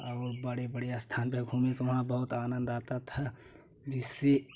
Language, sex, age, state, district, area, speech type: Hindi, male, 18-30, Uttar Pradesh, Jaunpur, rural, spontaneous